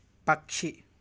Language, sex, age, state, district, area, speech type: Telugu, male, 30-45, Andhra Pradesh, Eluru, rural, read